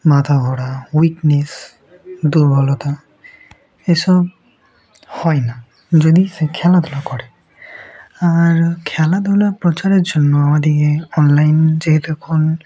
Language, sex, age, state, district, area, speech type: Bengali, male, 18-30, West Bengal, Murshidabad, urban, spontaneous